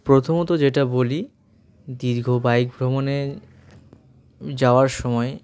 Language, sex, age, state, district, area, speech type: Bengali, male, 18-30, West Bengal, Dakshin Dinajpur, urban, spontaneous